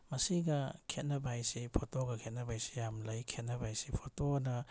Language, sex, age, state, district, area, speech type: Manipuri, male, 45-60, Manipur, Bishnupur, rural, spontaneous